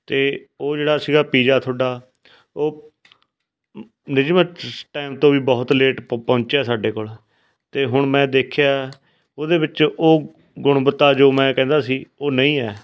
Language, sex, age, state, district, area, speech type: Punjabi, male, 45-60, Punjab, Fatehgarh Sahib, rural, spontaneous